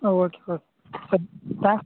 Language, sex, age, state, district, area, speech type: Kannada, male, 30-45, Karnataka, Raichur, rural, conversation